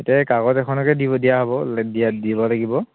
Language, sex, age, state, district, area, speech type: Assamese, male, 18-30, Assam, Charaideo, rural, conversation